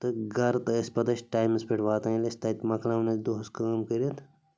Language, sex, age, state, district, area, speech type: Kashmiri, male, 30-45, Jammu and Kashmir, Bandipora, rural, spontaneous